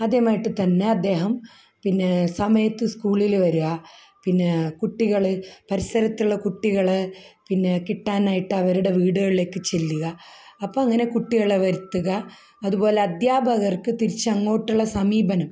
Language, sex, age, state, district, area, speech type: Malayalam, female, 45-60, Kerala, Kasaragod, rural, spontaneous